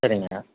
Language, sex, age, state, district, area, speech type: Tamil, male, 45-60, Tamil Nadu, Dharmapuri, urban, conversation